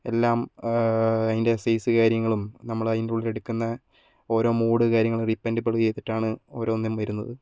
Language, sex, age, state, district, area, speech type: Malayalam, male, 18-30, Kerala, Wayanad, rural, spontaneous